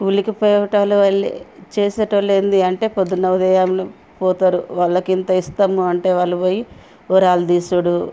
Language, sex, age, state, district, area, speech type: Telugu, female, 45-60, Telangana, Ranga Reddy, rural, spontaneous